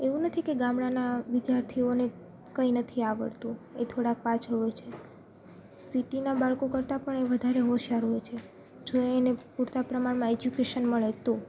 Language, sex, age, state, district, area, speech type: Gujarati, female, 18-30, Gujarat, Junagadh, rural, spontaneous